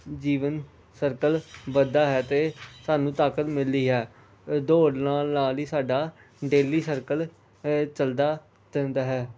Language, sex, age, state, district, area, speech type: Punjabi, male, 18-30, Punjab, Pathankot, rural, spontaneous